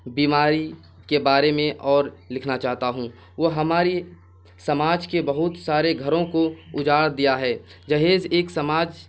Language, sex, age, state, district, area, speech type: Urdu, male, 18-30, Bihar, Purnia, rural, spontaneous